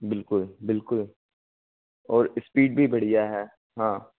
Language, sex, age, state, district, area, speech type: Hindi, male, 60+, Madhya Pradesh, Bhopal, urban, conversation